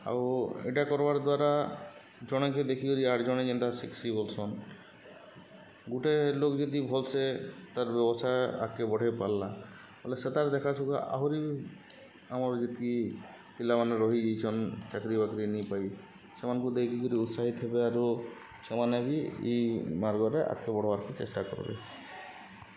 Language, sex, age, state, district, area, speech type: Odia, male, 30-45, Odisha, Subarnapur, urban, spontaneous